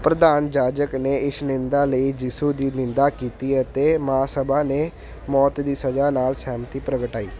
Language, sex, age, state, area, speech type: Punjabi, male, 18-30, Punjab, urban, read